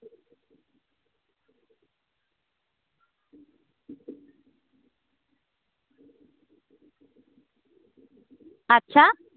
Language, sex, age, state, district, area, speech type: Santali, female, 30-45, West Bengal, Birbhum, rural, conversation